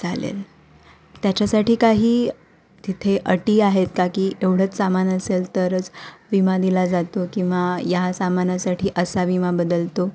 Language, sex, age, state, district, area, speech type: Marathi, female, 18-30, Maharashtra, Ratnagiri, urban, spontaneous